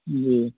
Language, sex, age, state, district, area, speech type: Urdu, male, 18-30, Bihar, Purnia, rural, conversation